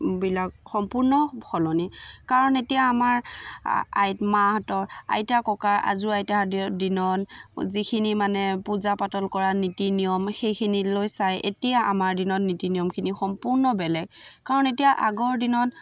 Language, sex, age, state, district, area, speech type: Assamese, female, 30-45, Assam, Biswanath, rural, spontaneous